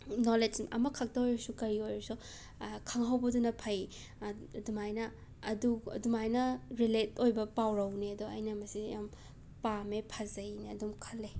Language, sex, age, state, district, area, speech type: Manipuri, female, 18-30, Manipur, Imphal West, rural, spontaneous